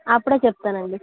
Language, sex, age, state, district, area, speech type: Telugu, female, 18-30, Andhra Pradesh, Guntur, urban, conversation